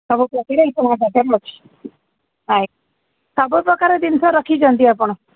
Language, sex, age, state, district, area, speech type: Odia, female, 45-60, Odisha, Sundergarh, urban, conversation